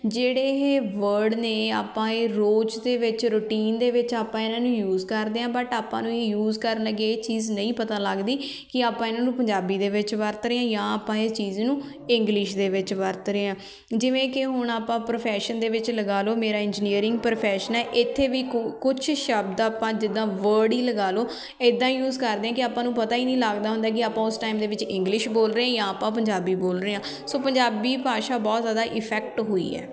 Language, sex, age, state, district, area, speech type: Punjabi, female, 18-30, Punjab, Fatehgarh Sahib, rural, spontaneous